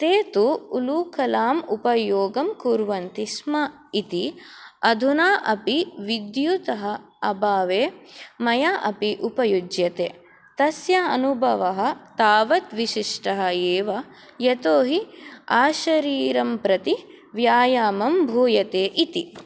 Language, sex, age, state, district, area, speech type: Sanskrit, female, 18-30, Karnataka, Udupi, urban, spontaneous